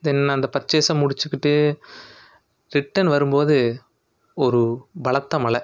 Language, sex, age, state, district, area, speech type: Tamil, male, 30-45, Tamil Nadu, Erode, rural, spontaneous